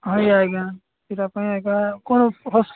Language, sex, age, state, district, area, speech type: Odia, male, 18-30, Odisha, Nabarangpur, urban, conversation